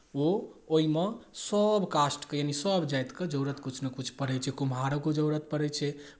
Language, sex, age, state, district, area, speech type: Maithili, male, 18-30, Bihar, Darbhanga, rural, spontaneous